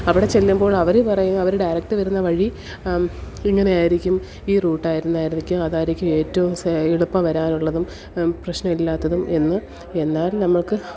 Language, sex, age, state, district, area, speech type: Malayalam, female, 30-45, Kerala, Kollam, rural, spontaneous